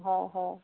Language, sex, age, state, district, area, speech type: Assamese, female, 30-45, Assam, Majuli, urban, conversation